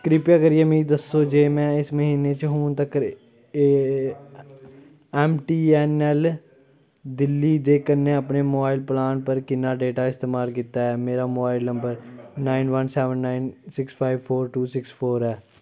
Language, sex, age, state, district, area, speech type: Dogri, male, 30-45, Jammu and Kashmir, Kathua, rural, read